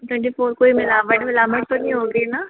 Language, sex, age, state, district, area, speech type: Hindi, female, 30-45, Madhya Pradesh, Harda, urban, conversation